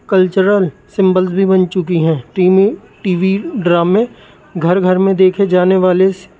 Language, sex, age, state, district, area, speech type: Urdu, male, 30-45, Uttar Pradesh, Rampur, urban, spontaneous